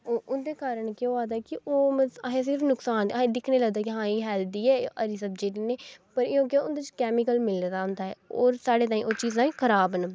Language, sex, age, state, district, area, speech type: Dogri, female, 18-30, Jammu and Kashmir, Kathua, rural, spontaneous